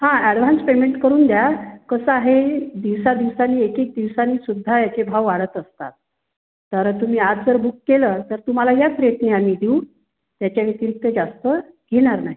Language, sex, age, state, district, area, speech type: Marathi, female, 45-60, Maharashtra, Wardha, urban, conversation